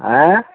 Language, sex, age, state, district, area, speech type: Odia, male, 60+, Odisha, Gajapati, rural, conversation